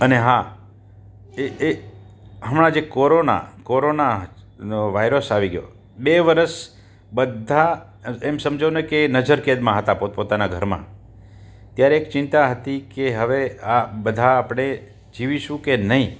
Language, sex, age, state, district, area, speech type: Gujarati, male, 60+, Gujarat, Rajkot, urban, spontaneous